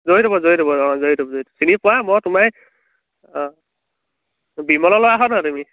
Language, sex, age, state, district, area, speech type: Assamese, male, 18-30, Assam, Lakhimpur, urban, conversation